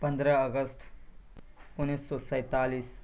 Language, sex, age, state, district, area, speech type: Urdu, male, 18-30, Bihar, Purnia, rural, spontaneous